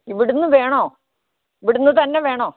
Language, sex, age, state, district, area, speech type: Malayalam, female, 45-60, Kerala, Kottayam, rural, conversation